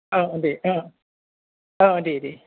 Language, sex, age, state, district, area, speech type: Bodo, male, 30-45, Assam, Kokrajhar, urban, conversation